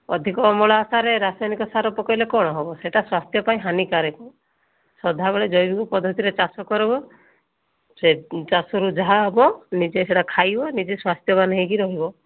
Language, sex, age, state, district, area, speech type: Odia, female, 60+, Odisha, Kandhamal, rural, conversation